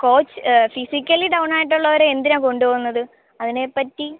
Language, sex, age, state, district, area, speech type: Malayalam, female, 18-30, Kerala, Kottayam, rural, conversation